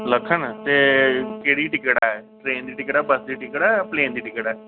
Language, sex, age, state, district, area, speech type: Dogri, male, 30-45, Jammu and Kashmir, Reasi, urban, conversation